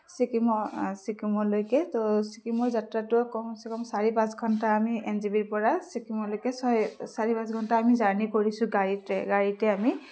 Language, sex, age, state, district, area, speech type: Assamese, female, 30-45, Assam, Udalguri, urban, spontaneous